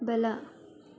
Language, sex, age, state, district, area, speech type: Kannada, female, 18-30, Karnataka, Davanagere, urban, read